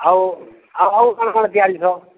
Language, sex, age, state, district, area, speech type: Odia, male, 60+, Odisha, Balangir, urban, conversation